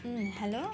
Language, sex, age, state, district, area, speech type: Nepali, female, 18-30, West Bengal, Alipurduar, urban, spontaneous